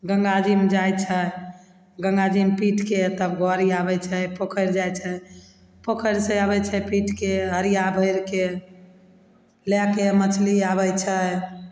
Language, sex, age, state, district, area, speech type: Maithili, female, 45-60, Bihar, Begusarai, rural, spontaneous